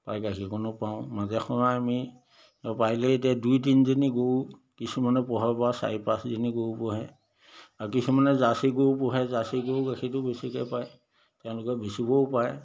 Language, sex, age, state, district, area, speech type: Assamese, male, 60+, Assam, Majuli, urban, spontaneous